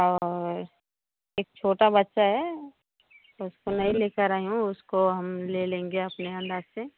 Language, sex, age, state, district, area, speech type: Hindi, female, 30-45, Uttar Pradesh, Mau, rural, conversation